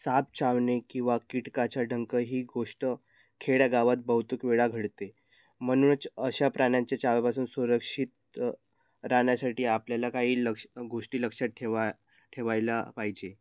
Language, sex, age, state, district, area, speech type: Marathi, male, 18-30, Maharashtra, Nagpur, rural, spontaneous